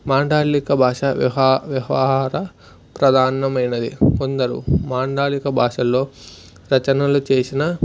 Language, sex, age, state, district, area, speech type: Telugu, male, 18-30, Andhra Pradesh, Sri Satya Sai, urban, spontaneous